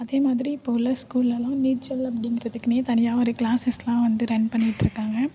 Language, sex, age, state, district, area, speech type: Tamil, female, 18-30, Tamil Nadu, Thanjavur, urban, spontaneous